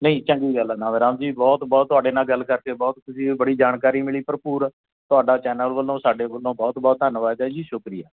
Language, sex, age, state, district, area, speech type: Punjabi, male, 45-60, Punjab, Barnala, urban, conversation